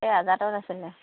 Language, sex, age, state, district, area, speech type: Assamese, female, 45-60, Assam, Lakhimpur, rural, conversation